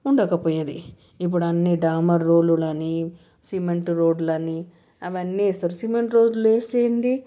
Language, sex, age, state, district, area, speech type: Telugu, female, 30-45, Telangana, Medchal, urban, spontaneous